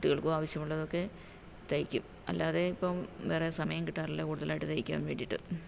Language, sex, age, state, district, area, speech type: Malayalam, female, 45-60, Kerala, Pathanamthitta, rural, spontaneous